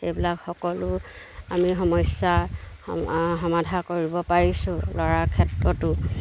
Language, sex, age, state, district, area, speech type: Assamese, female, 30-45, Assam, Charaideo, rural, spontaneous